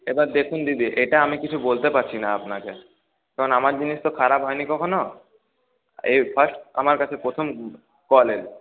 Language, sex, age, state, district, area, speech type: Bengali, male, 30-45, West Bengal, Paschim Bardhaman, urban, conversation